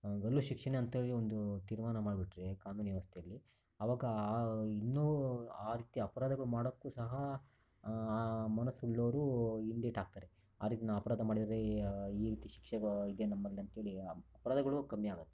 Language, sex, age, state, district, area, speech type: Kannada, male, 60+, Karnataka, Shimoga, rural, spontaneous